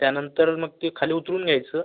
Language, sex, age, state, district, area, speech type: Marathi, male, 18-30, Maharashtra, Washim, rural, conversation